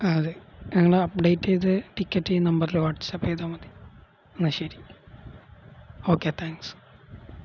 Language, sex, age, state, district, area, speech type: Malayalam, male, 18-30, Kerala, Kozhikode, rural, spontaneous